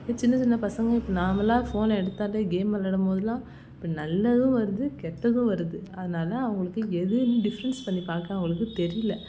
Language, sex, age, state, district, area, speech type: Tamil, female, 18-30, Tamil Nadu, Thanjavur, rural, spontaneous